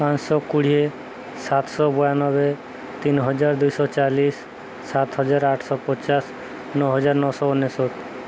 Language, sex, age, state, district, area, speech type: Odia, male, 30-45, Odisha, Subarnapur, urban, spontaneous